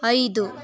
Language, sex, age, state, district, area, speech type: Kannada, female, 30-45, Karnataka, Tumkur, rural, read